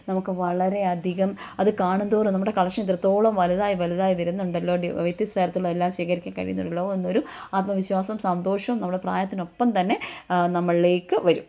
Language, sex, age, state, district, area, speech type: Malayalam, female, 30-45, Kerala, Kottayam, rural, spontaneous